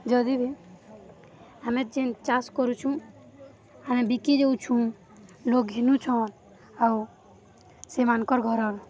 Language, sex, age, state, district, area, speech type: Odia, female, 18-30, Odisha, Balangir, urban, spontaneous